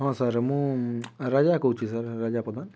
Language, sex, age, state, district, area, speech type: Odia, male, 18-30, Odisha, Kalahandi, rural, spontaneous